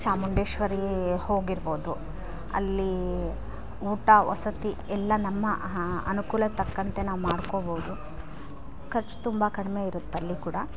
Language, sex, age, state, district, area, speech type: Kannada, female, 30-45, Karnataka, Vijayanagara, rural, spontaneous